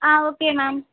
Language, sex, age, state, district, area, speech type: Tamil, female, 18-30, Tamil Nadu, Vellore, urban, conversation